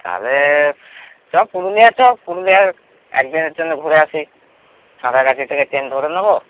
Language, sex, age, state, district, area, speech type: Bengali, male, 18-30, West Bengal, Howrah, urban, conversation